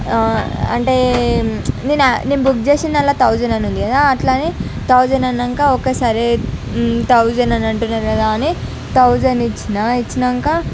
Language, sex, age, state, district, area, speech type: Telugu, female, 45-60, Andhra Pradesh, Visakhapatnam, urban, spontaneous